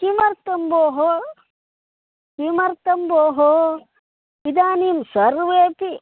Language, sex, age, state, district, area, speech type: Sanskrit, male, 18-30, Karnataka, Uttara Kannada, rural, conversation